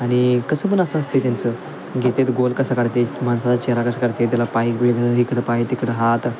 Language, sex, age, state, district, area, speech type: Marathi, male, 18-30, Maharashtra, Sangli, urban, spontaneous